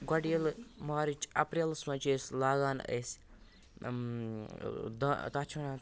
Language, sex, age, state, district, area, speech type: Kashmiri, male, 18-30, Jammu and Kashmir, Kupwara, rural, spontaneous